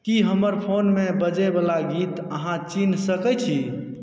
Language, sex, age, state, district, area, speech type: Maithili, male, 30-45, Bihar, Supaul, rural, read